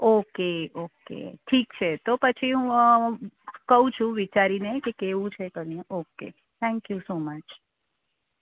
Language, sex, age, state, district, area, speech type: Gujarati, female, 30-45, Gujarat, Valsad, urban, conversation